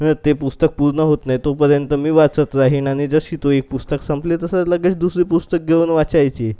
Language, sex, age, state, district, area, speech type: Marathi, male, 30-45, Maharashtra, Nagpur, urban, spontaneous